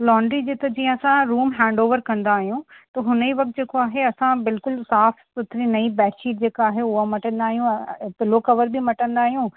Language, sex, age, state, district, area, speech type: Sindhi, female, 45-60, Uttar Pradesh, Lucknow, rural, conversation